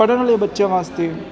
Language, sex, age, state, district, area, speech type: Punjabi, male, 18-30, Punjab, Firozpur, rural, spontaneous